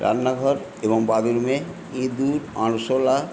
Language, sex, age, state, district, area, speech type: Bengali, male, 60+, West Bengal, Paschim Medinipur, rural, spontaneous